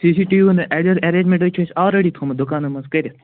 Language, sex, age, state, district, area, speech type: Kashmiri, male, 18-30, Jammu and Kashmir, Anantnag, rural, conversation